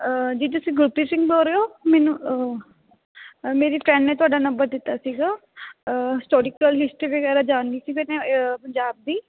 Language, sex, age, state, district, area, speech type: Punjabi, female, 18-30, Punjab, Fatehgarh Sahib, rural, conversation